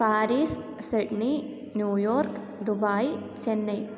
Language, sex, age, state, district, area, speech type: Malayalam, female, 18-30, Kerala, Kottayam, rural, spontaneous